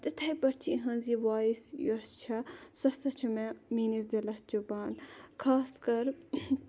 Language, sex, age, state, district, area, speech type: Kashmiri, female, 18-30, Jammu and Kashmir, Ganderbal, rural, spontaneous